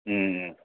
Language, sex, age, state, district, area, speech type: Manipuri, male, 30-45, Manipur, Kangpokpi, urban, conversation